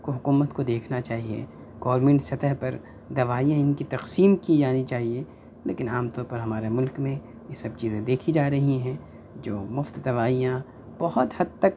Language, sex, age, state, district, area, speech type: Urdu, male, 18-30, Delhi, South Delhi, urban, spontaneous